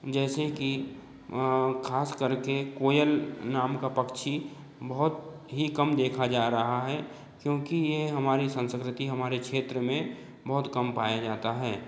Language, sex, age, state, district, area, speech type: Hindi, male, 30-45, Madhya Pradesh, Betul, rural, spontaneous